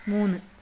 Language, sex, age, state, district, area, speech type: Malayalam, female, 30-45, Kerala, Kasaragod, rural, read